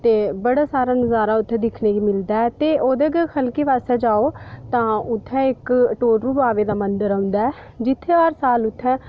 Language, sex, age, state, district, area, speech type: Dogri, female, 18-30, Jammu and Kashmir, Udhampur, rural, spontaneous